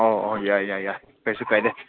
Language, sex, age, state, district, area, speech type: Manipuri, male, 18-30, Manipur, Senapati, rural, conversation